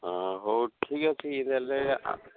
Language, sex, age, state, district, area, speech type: Odia, male, 60+, Odisha, Jharsuguda, rural, conversation